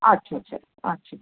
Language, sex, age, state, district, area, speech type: Bengali, female, 60+, West Bengal, North 24 Parganas, rural, conversation